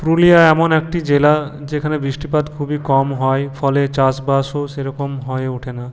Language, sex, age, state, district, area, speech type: Bengali, male, 18-30, West Bengal, Purulia, urban, spontaneous